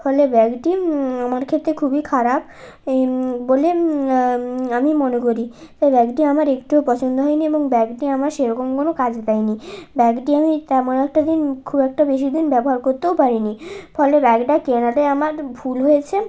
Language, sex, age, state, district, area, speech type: Bengali, female, 18-30, West Bengal, Bankura, urban, spontaneous